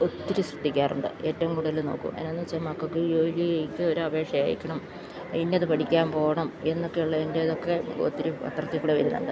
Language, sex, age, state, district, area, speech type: Malayalam, female, 60+, Kerala, Idukki, rural, spontaneous